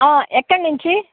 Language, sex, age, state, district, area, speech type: Telugu, other, 30-45, Andhra Pradesh, Chittoor, rural, conversation